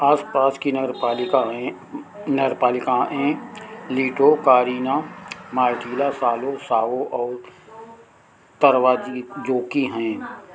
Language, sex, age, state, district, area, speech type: Hindi, male, 60+, Uttar Pradesh, Sitapur, rural, read